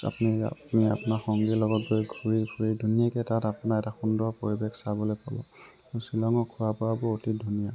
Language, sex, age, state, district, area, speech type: Assamese, male, 18-30, Assam, Tinsukia, urban, spontaneous